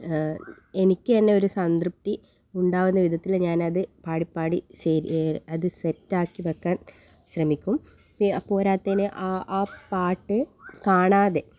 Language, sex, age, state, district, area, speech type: Malayalam, female, 18-30, Kerala, Kannur, rural, spontaneous